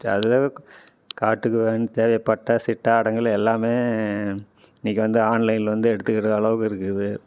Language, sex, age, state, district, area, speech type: Tamil, male, 45-60, Tamil Nadu, Namakkal, rural, spontaneous